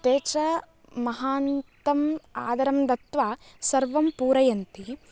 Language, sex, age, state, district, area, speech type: Sanskrit, female, 18-30, Karnataka, Uttara Kannada, rural, spontaneous